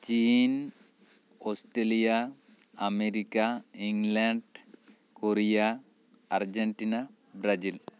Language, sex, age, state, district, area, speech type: Santali, male, 30-45, West Bengal, Bankura, rural, spontaneous